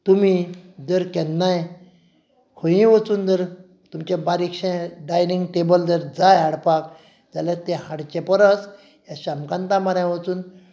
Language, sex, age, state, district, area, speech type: Goan Konkani, male, 45-60, Goa, Canacona, rural, spontaneous